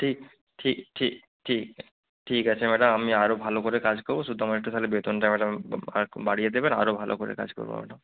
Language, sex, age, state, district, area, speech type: Bengali, male, 30-45, West Bengal, Purba Medinipur, rural, conversation